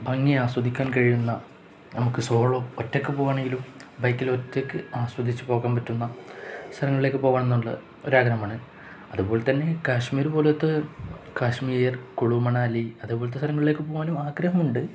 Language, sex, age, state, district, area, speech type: Malayalam, male, 18-30, Kerala, Kozhikode, rural, spontaneous